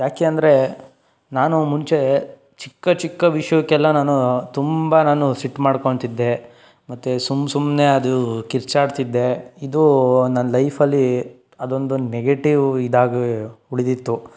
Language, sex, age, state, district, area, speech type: Kannada, male, 18-30, Karnataka, Tumkur, rural, spontaneous